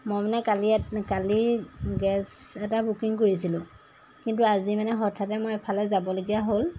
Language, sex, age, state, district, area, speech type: Assamese, female, 45-60, Assam, Jorhat, urban, spontaneous